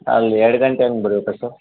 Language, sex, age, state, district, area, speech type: Kannada, male, 45-60, Karnataka, Chikkaballapur, urban, conversation